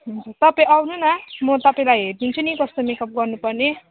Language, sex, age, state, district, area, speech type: Nepali, female, 18-30, West Bengal, Alipurduar, rural, conversation